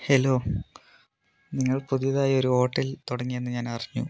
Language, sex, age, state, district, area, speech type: Malayalam, male, 30-45, Kerala, Wayanad, rural, spontaneous